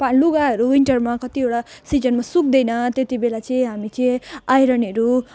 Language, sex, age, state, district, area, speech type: Nepali, female, 18-30, West Bengal, Jalpaiguri, rural, spontaneous